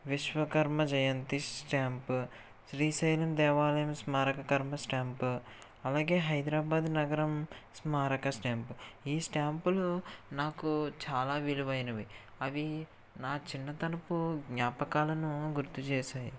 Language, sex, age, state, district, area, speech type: Telugu, male, 30-45, Andhra Pradesh, Krishna, urban, spontaneous